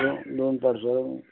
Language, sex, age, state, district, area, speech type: Goan Konkani, male, 45-60, Goa, Canacona, rural, conversation